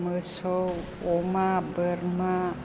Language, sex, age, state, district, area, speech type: Bodo, female, 60+, Assam, Chirang, rural, spontaneous